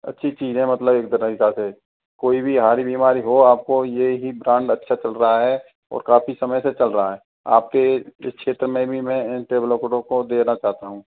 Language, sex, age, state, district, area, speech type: Hindi, male, 18-30, Rajasthan, Karauli, rural, conversation